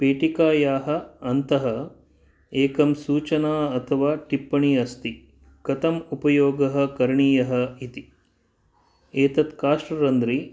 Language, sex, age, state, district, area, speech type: Sanskrit, male, 45-60, Karnataka, Dakshina Kannada, urban, spontaneous